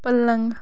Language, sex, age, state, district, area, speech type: Kashmiri, female, 30-45, Jammu and Kashmir, Bandipora, rural, read